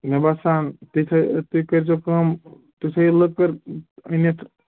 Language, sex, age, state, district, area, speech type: Kashmiri, male, 18-30, Jammu and Kashmir, Ganderbal, rural, conversation